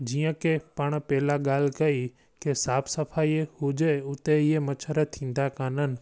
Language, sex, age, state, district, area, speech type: Sindhi, male, 18-30, Gujarat, Junagadh, urban, spontaneous